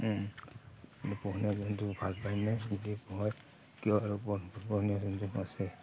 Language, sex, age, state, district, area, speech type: Assamese, male, 45-60, Assam, Barpeta, rural, spontaneous